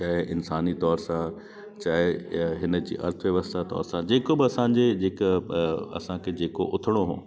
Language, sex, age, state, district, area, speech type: Sindhi, male, 30-45, Delhi, South Delhi, urban, spontaneous